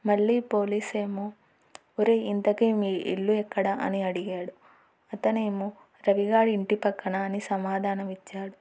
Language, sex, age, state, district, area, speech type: Telugu, female, 18-30, Andhra Pradesh, Nandyal, urban, spontaneous